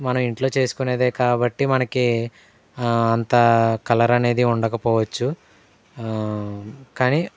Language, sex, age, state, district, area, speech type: Telugu, male, 18-30, Andhra Pradesh, Eluru, rural, spontaneous